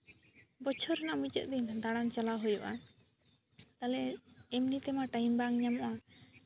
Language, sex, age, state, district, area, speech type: Santali, female, 18-30, West Bengal, Jhargram, rural, spontaneous